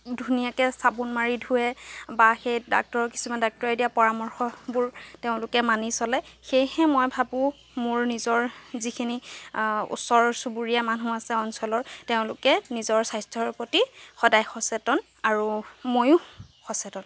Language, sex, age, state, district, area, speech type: Assamese, female, 18-30, Assam, Golaghat, rural, spontaneous